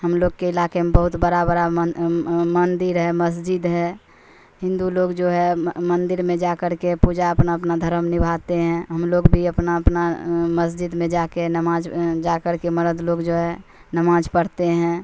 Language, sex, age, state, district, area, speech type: Urdu, female, 45-60, Bihar, Supaul, rural, spontaneous